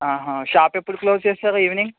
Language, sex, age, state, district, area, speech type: Telugu, male, 18-30, Telangana, Medchal, urban, conversation